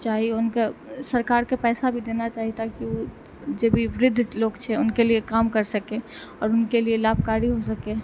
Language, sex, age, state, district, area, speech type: Maithili, female, 18-30, Bihar, Purnia, rural, spontaneous